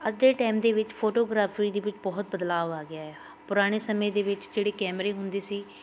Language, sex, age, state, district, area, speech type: Punjabi, female, 30-45, Punjab, Shaheed Bhagat Singh Nagar, urban, spontaneous